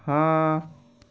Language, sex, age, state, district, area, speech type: Urdu, male, 30-45, Telangana, Hyderabad, urban, read